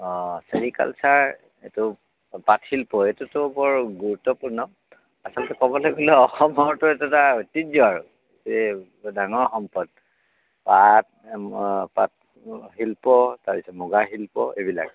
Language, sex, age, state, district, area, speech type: Assamese, male, 60+, Assam, Dibrugarh, rural, conversation